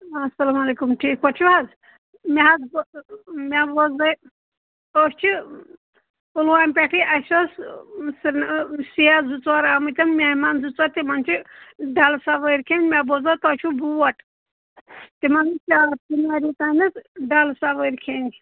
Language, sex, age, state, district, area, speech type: Kashmiri, female, 60+, Jammu and Kashmir, Pulwama, rural, conversation